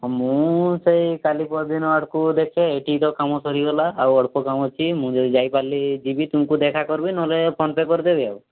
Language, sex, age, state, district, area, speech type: Odia, male, 18-30, Odisha, Mayurbhanj, rural, conversation